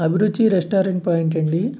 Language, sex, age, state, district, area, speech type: Telugu, male, 45-60, Andhra Pradesh, Guntur, urban, spontaneous